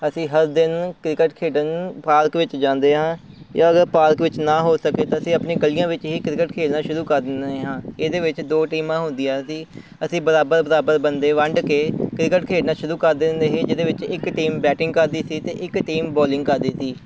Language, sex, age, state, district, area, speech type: Punjabi, male, 30-45, Punjab, Amritsar, urban, spontaneous